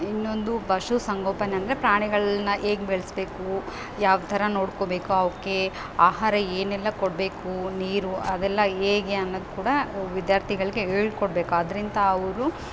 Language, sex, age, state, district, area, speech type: Kannada, female, 18-30, Karnataka, Bellary, rural, spontaneous